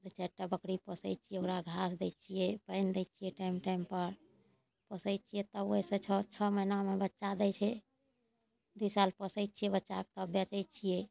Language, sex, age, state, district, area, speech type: Maithili, female, 60+, Bihar, Araria, rural, spontaneous